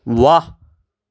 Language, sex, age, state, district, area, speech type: Goan Konkani, male, 18-30, Goa, Ponda, rural, read